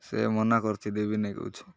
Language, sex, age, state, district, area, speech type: Odia, male, 18-30, Odisha, Malkangiri, urban, spontaneous